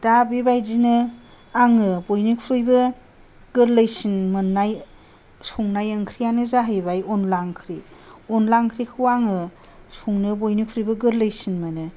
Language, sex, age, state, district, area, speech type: Bodo, female, 30-45, Assam, Kokrajhar, rural, spontaneous